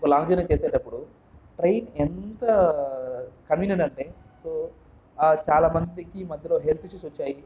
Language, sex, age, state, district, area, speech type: Telugu, male, 18-30, Andhra Pradesh, Sri Balaji, rural, spontaneous